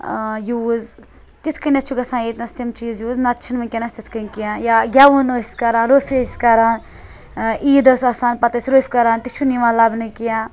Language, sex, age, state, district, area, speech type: Kashmiri, female, 18-30, Jammu and Kashmir, Srinagar, rural, spontaneous